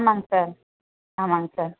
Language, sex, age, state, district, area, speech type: Tamil, male, 30-45, Tamil Nadu, Tenkasi, rural, conversation